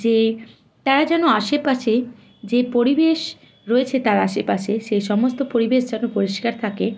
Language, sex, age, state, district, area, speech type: Bengali, female, 18-30, West Bengal, Malda, rural, spontaneous